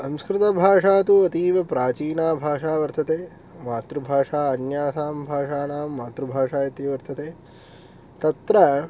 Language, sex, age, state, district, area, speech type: Sanskrit, male, 18-30, Tamil Nadu, Kanchipuram, urban, spontaneous